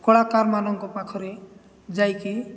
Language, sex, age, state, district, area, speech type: Odia, male, 18-30, Odisha, Nabarangpur, urban, spontaneous